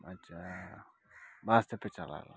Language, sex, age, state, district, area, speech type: Santali, male, 30-45, West Bengal, Dakshin Dinajpur, rural, spontaneous